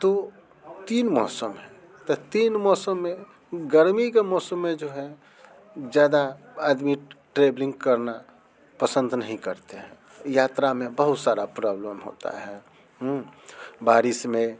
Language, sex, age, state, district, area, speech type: Hindi, male, 45-60, Bihar, Muzaffarpur, rural, spontaneous